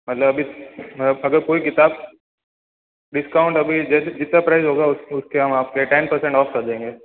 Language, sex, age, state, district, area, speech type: Hindi, male, 18-30, Rajasthan, Jodhpur, urban, conversation